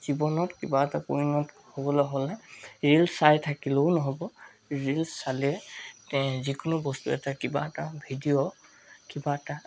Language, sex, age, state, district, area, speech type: Assamese, male, 18-30, Assam, Charaideo, urban, spontaneous